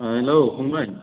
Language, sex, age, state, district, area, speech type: Bodo, male, 30-45, Assam, Udalguri, rural, conversation